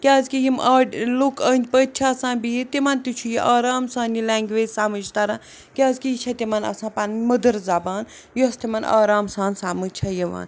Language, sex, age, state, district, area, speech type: Kashmiri, female, 30-45, Jammu and Kashmir, Srinagar, urban, spontaneous